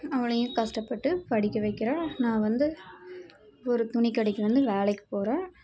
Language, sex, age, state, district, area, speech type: Tamil, female, 18-30, Tamil Nadu, Dharmapuri, rural, spontaneous